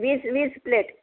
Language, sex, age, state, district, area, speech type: Marathi, female, 60+, Maharashtra, Nanded, urban, conversation